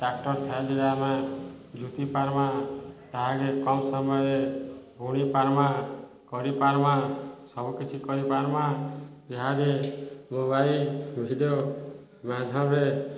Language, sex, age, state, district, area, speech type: Odia, male, 30-45, Odisha, Balangir, urban, spontaneous